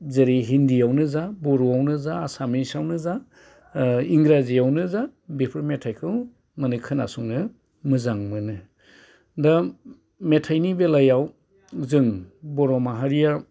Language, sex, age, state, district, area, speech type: Bodo, male, 45-60, Assam, Udalguri, urban, spontaneous